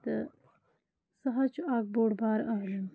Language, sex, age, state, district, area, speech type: Kashmiri, female, 30-45, Jammu and Kashmir, Kulgam, rural, spontaneous